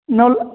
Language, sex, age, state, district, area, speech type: Hindi, male, 45-60, Bihar, Begusarai, urban, conversation